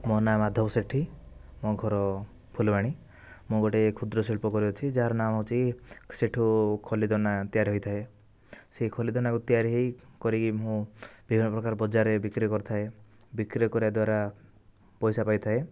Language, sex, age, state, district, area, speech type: Odia, male, 18-30, Odisha, Kandhamal, rural, spontaneous